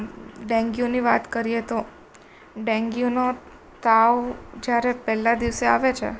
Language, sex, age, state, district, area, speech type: Gujarati, female, 18-30, Gujarat, Surat, urban, spontaneous